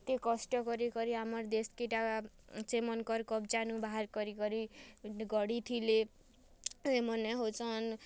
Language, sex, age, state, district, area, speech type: Odia, female, 18-30, Odisha, Kalahandi, rural, spontaneous